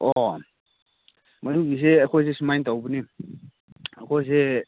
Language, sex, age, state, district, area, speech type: Manipuri, male, 45-60, Manipur, Chandel, rural, conversation